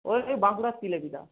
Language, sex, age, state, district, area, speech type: Bengali, male, 18-30, West Bengal, Bankura, urban, conversation